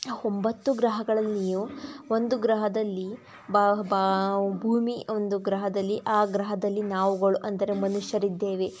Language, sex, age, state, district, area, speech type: Kannada, female, 30-45, Karnataka, Tumkur, rural, spontaneous